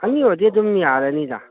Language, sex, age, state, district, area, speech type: Manipuri, male, 45-60, Manipur, Kangpokpi, urban, conversation